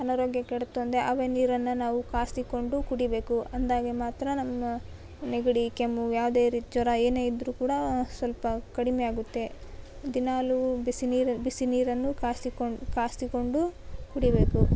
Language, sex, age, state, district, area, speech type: Kannada, female, 18-30, Karnataka, Koppal, urban, spontaneous